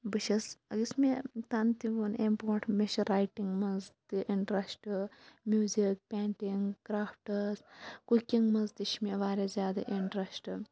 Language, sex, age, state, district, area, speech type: Kashmiri, female, 18-30, Jammu and Kashmir, Shopian, rural, spontaneous